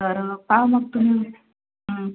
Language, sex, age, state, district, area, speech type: Marathi, female, 45-60, Maharashtra, Akola, urban, conversation